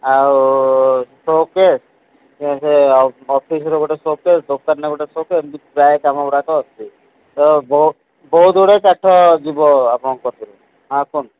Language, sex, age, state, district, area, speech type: Odia, male, 45-60, Odisha, Sundergarh, rural, conversation